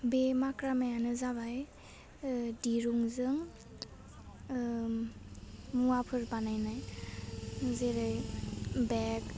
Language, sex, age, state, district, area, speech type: Bodo, female, 18-30, Assam, Udalguri, urban, spontaneous